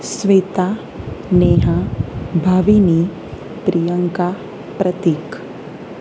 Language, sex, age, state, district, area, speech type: Gujarati, female, 30-45, Gujarat, Surat, urban, spontaneous